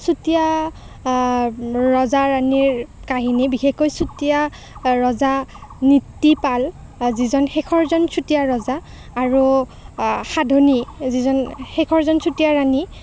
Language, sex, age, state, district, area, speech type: Assamese, female, 30-45, Assam, Nagaon, rural, spontaneous